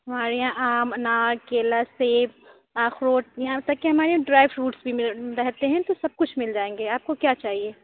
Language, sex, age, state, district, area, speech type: Urdu, female, 30-45, Uttar Pradesh, Aligarh, urban, conversation